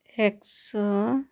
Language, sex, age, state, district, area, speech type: Santali, female, 30-45, West Bengal, Bankura, rural, spontaneous